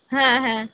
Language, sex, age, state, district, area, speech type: Bengali, female, 60+, West Bengal, Purba Bardhaman, rural, conversation